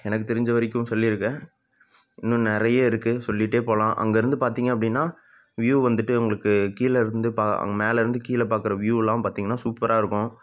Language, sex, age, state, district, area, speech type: Tamil, male, 18-30, Tamil Nadu, Namakkal, rural, spontaneous